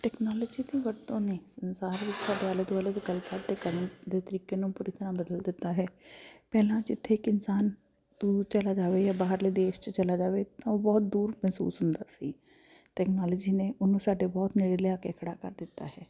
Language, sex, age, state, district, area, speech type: Punjabi, female, 30-45, Punjab, Jalandhar, urban, spontaneous